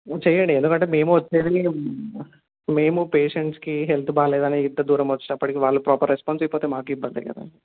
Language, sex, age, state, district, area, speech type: Telugu, male, 30-45, Telangana, Peddapalli, rural, conversation